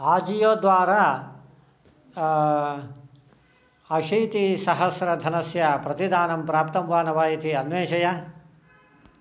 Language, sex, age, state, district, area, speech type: Sanskrit, male, 60+, Karnataka, Shimoga, urban, read